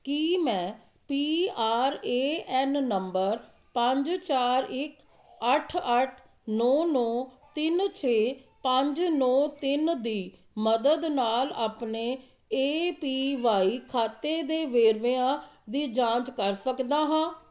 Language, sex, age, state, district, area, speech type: Punjabi, female, 45-60, Punjab, Amritsar, urban, read